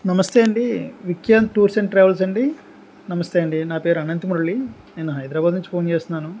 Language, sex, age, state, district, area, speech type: Telugu, male, 45-60, Andhra Pradesh, Anakapalli, rural, spontaneous